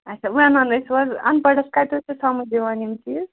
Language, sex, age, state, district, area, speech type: Kashmiri, female, 30-45, Jammu and Kashmir, Ganderbal, rural, conversation